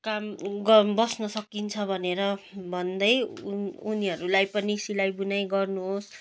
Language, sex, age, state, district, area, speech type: Nepali, female, 30-45, West Bengal, Jalpaiguri, urban, spontaneous